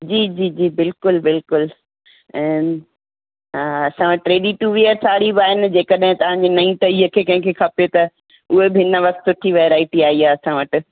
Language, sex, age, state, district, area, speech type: Sindhi, female, 60+, Rajasthan, Ajmer, urban, conversation